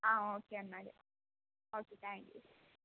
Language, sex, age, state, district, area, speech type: Malayalam, female, 18-30, Kerala, Wayanad, rural, conversation